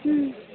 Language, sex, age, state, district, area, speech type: Maithili, female, 30-45, Bihar, Purnia, urban, conversation